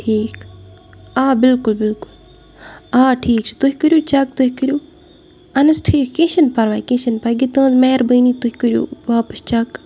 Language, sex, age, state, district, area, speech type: Kashmiri, female, 30-45, Jammu and Kashmir, Bandipora, rural, spontaneous